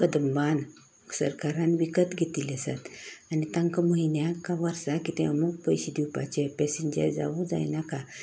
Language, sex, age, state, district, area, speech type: Goan Konkani, female, 60+, Goa, Canacona, rural, spontaneous